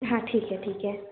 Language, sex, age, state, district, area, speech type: Hindi, female, 18-30, Madhya Pradesh, Balaghat, rural, conversation